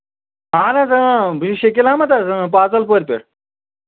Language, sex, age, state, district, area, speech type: Kashmiri, male, 30-45, Jammu and Kashmir, Anantnag, rural, conversation